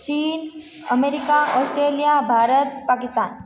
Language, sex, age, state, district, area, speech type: Hindi, female, 45-60, Rajasthan, Jodhpur, urban, spontaneous